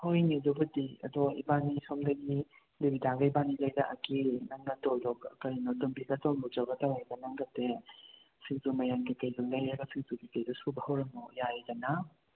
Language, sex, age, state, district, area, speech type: Manipuri, other, 30-45, Manipur, Imphal West, urban, conversation